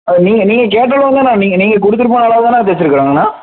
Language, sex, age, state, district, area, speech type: Tamil, male, 18-30, Tamil Nadu, Namakkal, rural, conversation